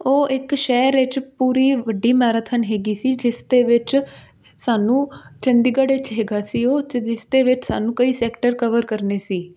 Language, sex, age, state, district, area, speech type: Punjabi, female, 18-30, Punjab, Fazilka, rural, spontaneous